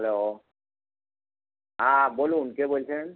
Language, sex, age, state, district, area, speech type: Bengali, male, 60+, West Bengal, North 24 Parganas, urban, conversation